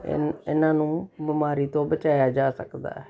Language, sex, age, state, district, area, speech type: Punjabi, female, 60+, Punjab, Jalandhar, urban, spontaneous